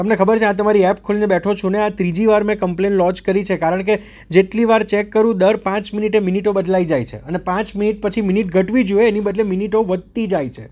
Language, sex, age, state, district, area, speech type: Gujarati, male, 30-45, Gujarat, Surat, urban, spontaneous